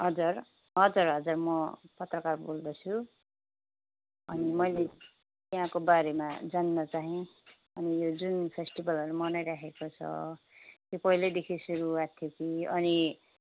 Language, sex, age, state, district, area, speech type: Nepali, female, 45-60, West Bengal, Jalpaiguri, rural, conversation